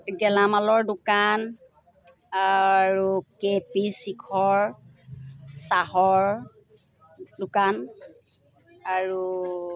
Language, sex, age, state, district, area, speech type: Assamese, female, 45-60, Assam, Sivasagar, urban, spontaneous